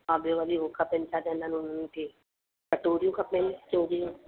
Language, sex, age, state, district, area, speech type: Sindhi, female, 45-60, Uttar Pradesh, Lucknow, rural, conversation